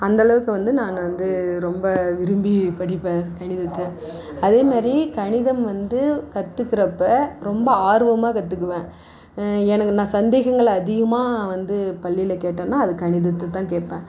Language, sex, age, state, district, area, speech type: Tamil, female, 60+, Tamil Nadu, Dharmapuri, rural, spontaneous